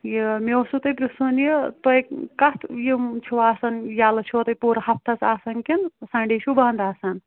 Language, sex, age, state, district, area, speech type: Kashmiri, female, 18-30, Jammu and Kashmir, Kulgam, rural, conversation